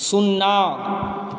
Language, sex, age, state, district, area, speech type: Maithili, male, 30-45, Bihar, Supaul, rural, read